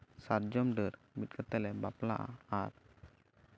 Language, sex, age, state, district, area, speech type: Santali, male, 18-30, West Bengal, Jhargram, rural, spontaneous